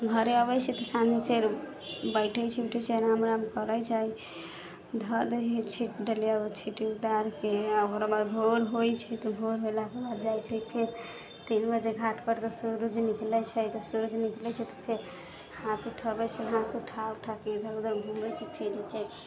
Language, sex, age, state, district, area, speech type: Maithili, female, 18-30, Bihar, Sitamarhi, rural, spontaneous